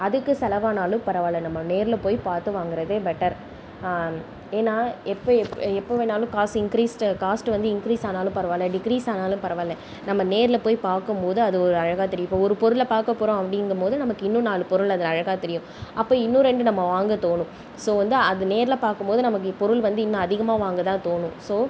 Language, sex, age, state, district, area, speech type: Tamil, female, 18-30, Tamil Nadu, Tiruvarur, urban, spontaneous